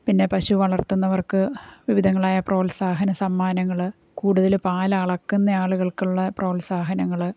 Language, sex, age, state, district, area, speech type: Malayalam, female, 45-60, Kerala, Malappuram, rural, spontaneous